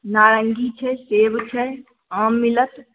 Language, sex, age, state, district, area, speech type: Maithili, female, 18-30, Bihar, Begusarai, urban, conversation